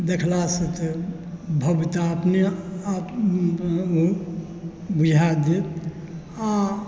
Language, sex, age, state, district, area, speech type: Maithili, male, 60+, Bihar, Supaul, rural, spontaneous